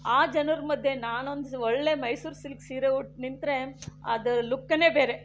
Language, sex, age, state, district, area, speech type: Kannada, female, 60+, Karnataka, Shimoga, rural, spontaneous